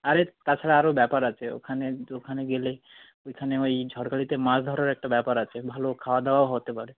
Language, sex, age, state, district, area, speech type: Bengali, male, 45-60, West Bengal, South 24 Parganas, rural, conversation